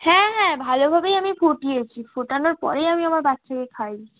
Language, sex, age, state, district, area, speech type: Bengali, female, 18-30, West Bengal, South 24 Parganas, rural, conversation